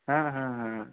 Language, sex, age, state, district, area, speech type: Bengali, male, 30-45, West Bengal, Purulia, urban, conversation